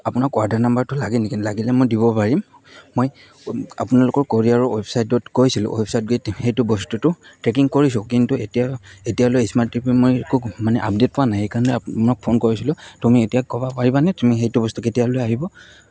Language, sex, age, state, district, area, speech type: Assamese, male, 18-30, Assam, Goalpara, rural, spontaneous